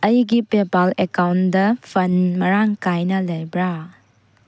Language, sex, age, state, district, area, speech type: Manipuri, female, 18-30, Manipur, Tengnoupal, rural, read